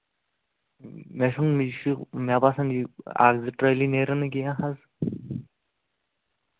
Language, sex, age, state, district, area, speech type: Kashmiri, male, 18-30, Jammu and Kashmir, Kulgam, rural, conversation